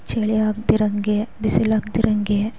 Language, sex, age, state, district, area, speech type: Kannada, female, 18-30, Karnataka, Gadag, rural, spontaneous